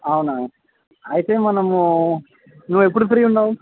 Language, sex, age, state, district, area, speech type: Telugu, male, 18-30, Telangana, Sangareddy, rural, conversation